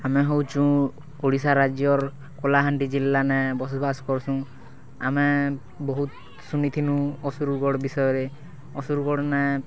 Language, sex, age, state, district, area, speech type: Odia, male, 18-30, Odisha, Kalahandi, rural, spontaneous